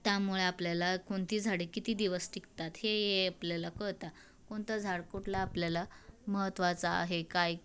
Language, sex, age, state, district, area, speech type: Marathi, female, 18-30, Maharashtra, Osmanabad, rural, spontaneous